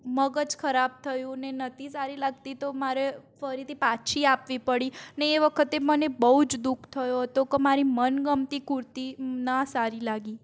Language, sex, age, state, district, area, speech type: Gujarati, female, 45-60, Gujarat, Mehsana, rural, spontaneous